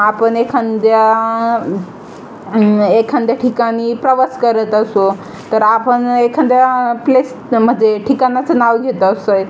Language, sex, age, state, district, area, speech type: Marathi, female, 18-30, Maharashtra, Aurangabad, rural, spontaneous